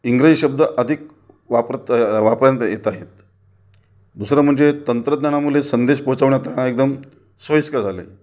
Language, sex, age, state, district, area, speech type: Marathi, male, 45-60, Maharashtra, Raigad, rural, spontaneous